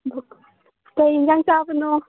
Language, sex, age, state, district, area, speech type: Manipuri, female, 18-30, Manipur, Imphal West, rural, conversation